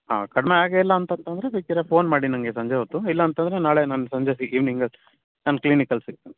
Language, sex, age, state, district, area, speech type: Kannada, male, 30-45, Karnataka, Chitradurga, rural, conversation